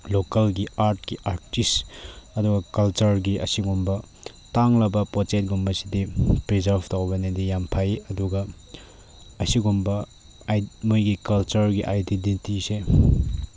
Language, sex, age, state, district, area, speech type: Manipuri, male, 18-30, Manipur, Chandel, rural, spontaneous